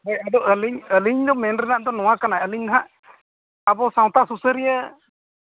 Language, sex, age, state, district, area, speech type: Santali, male, 45-60, Odisha, Mayurbhanj, rural, conversation